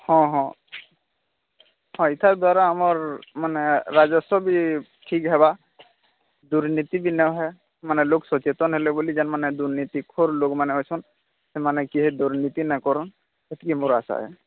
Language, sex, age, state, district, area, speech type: Odia, male, 45-60, Odisha, Nuapada, urban, conversation